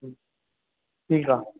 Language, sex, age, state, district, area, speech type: Sindhi, male, 18-30, Rajasthan, Ajmer, rural, conversation